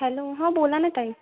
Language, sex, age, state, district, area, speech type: Marathi, female, 18-30, Maharashtra, Wardha, rural, conversation